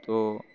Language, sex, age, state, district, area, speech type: Bengali, male, 18-30, West Bengal, Uttar Dinajpur, urban, spontaneous